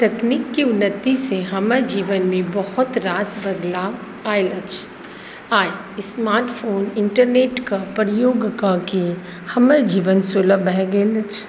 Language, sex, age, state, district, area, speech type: Maithili, female, 30-45, Bihar, Madhubani, urban, spontaneous